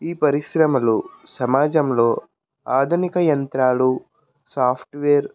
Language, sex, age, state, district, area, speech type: Telugu, male, 45-60, Andhra Pradesh, Krishna, urban, spontaneous